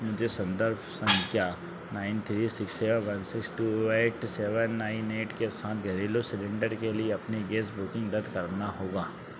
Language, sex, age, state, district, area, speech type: Hindi, male, 30-45, Madhya Pradesh, Harda, urban, read